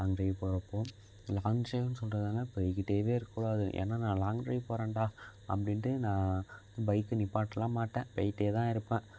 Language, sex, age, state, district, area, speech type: Tamil, male, 18-30, Tamil Nadu, Thanjavur, urban, spontaneous